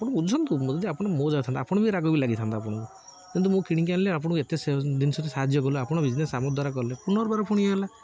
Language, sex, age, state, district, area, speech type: Odia, male, 30-45, Odisha, Jagatsinghpur, rural, spontaneous